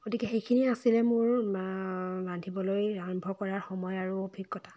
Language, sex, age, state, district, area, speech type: Assamese, female, 18-30, Assam, Dibrugarh, rural, spontaneous